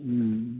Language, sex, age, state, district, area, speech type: Bengali, male, 30-45, West Bengal, Howrah, urban, conversation